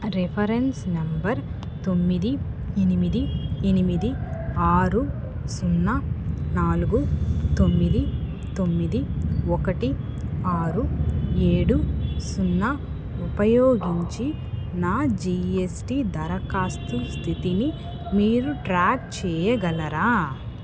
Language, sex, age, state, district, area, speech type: Telugu, female, 18-30, Andhra Pradesh, Nellore, rural, read